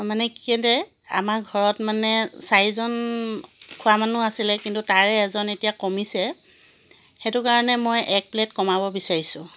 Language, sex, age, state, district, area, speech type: Assamese, female, 45-60, Assam, Charaideo, urban, spontaneous